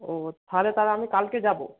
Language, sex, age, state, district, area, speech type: Bengali, male, 18-30, West Bengal, Bankura, urban, conversation